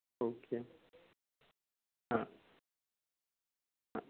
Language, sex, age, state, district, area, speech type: Marathi, male, 18-30, Maharashtra, Ratnagiri, rural, conversation